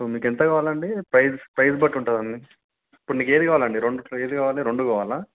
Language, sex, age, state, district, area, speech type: Telugu, male, 18-30, Telangana, Nalgonda, urban, conversation